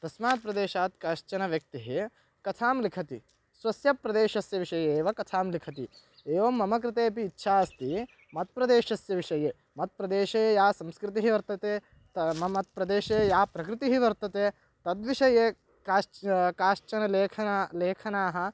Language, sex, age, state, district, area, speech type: Sanskrit, male, 18-30, Karnataka, Bagalkot, rural, spontaneous